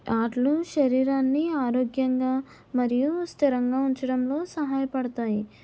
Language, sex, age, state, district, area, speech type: Telugu, female, 18-30, Andhra Pradesh, Kakinada, rural, spontaneous